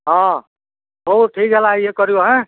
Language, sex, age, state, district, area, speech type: Odia, male, 60+, Odisha, Gajapati, rural, conversation